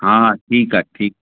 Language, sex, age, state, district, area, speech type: Sindhi, male, 30-45, Maharashtra, Thane, urban, conversation